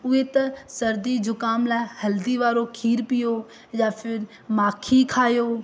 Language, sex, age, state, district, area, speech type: Sindhi, female, 18-30, Madhya Pradesh, Katni, rural, spontaneous